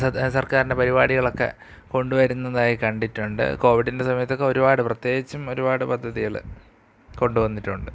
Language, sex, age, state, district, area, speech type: Malayalam, male, 18-30, Kerala, Thiruvananthapuram, urban, spontaneous